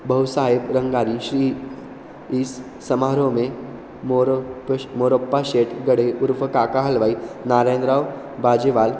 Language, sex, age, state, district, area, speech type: Sanskrit, male, 18-30, Maharashtra, Pune, urban, spontaneous